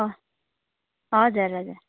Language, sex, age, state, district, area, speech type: Nepali, female, 18-30, West Bengal, Darjeeling, rural, conversation